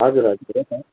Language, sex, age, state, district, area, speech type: Nepali, male, 45-60, West Bengal, Kalimpong, rural, conversation